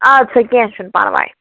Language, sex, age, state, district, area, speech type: Kashmiri, female, 30-45, Jammu and Kashmir, Bandipora, rural, conversation